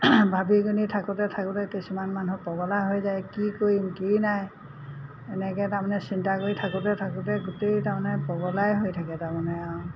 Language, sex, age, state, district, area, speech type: Assamese, female, 60+, Assam, Golaghat, urban, spontaneous